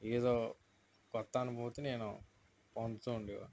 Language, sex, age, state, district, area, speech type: Telugu, male, 60+, Andhra Pradesh, East Godavari, urban, spontaneous